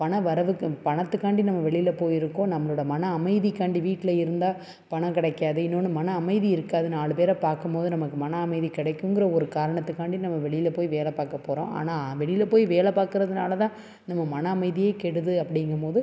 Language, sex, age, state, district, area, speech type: Tamil, female, 30-45, Tamil Nadu, Tiruppur, urban, spontaneous